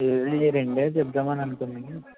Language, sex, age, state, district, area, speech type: Telugu, male, 60+, Andhra Pradesh, East Godavari, rural, conversation